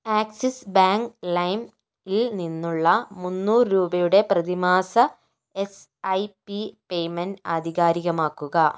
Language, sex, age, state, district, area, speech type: Malayalam, female, 30-45, Kerala, Kozhikode, urban, read